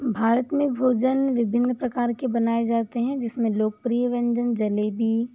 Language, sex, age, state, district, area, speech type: Hindi, female, 45-60, Madhya Pradesh, Balaghat, rural, spontaneous